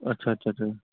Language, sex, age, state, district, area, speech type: Urdu, male, 18-30, Delhi, East Delhi, urban, conversation